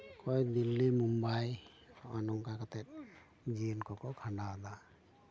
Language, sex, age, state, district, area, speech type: Santali, male, 45-60, West Bengal, Bankura, rural, spontaneous